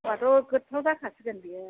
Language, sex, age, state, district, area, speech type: Bodo, female, 60+, Assam, Chirang, urban, conversation